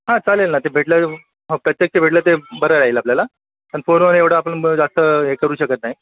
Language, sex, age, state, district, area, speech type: Marathi, male, 45-60, Maharashtra, Mumbai City, urban, conversation